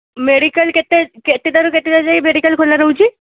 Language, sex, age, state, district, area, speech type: Odia, female, 18-30, Odisha, Rayagada, rural, conversation